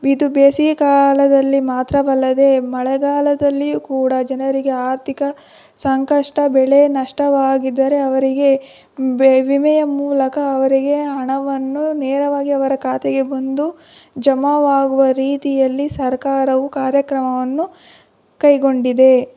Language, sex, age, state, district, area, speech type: Kannada, female, 18-30, Karnataka, Chikkaballapur, rural, spontaneous